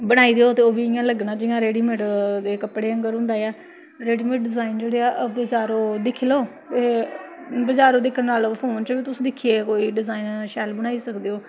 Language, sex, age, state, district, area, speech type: Dogri, female, 30-45, Jammu and Kashmir, Samba, rural, spontaneous